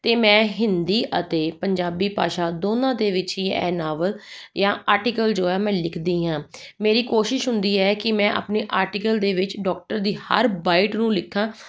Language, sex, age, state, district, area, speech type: Punjabi, female, 30-45, Punjab, Jalandhar, urban, spontaneous